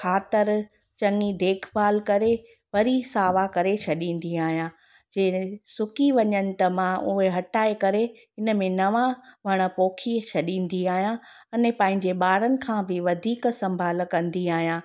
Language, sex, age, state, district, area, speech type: Sindhi, female, 30-45, Gujarat, Junagadh, rural, spontaneous